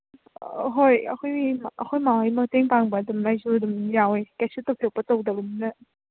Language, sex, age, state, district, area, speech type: Manipuri, female, 18-30, Manipur, Senapati, rural, conversation